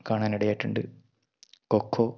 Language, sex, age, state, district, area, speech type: Malayalam, male, 18-30, Kerala, Kannur, rural, spontaneous